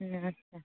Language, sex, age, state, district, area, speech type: Bengali, female, 30-45, West Bengal, Darjeeling, urban, conversation